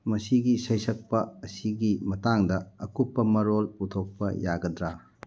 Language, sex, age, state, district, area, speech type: Manipuri, male, 30-45, Manipur, Churachandpur, rural, read